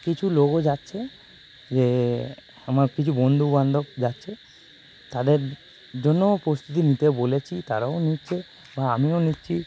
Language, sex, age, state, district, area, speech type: Bengali, male, 30-45, West Bengal, North 24 Parganas, urban, spontaneous